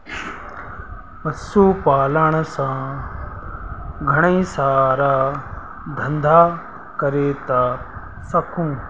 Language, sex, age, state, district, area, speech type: Sindhi, male, 30-45, Rajasthan, Ajmer, urban, spontaneous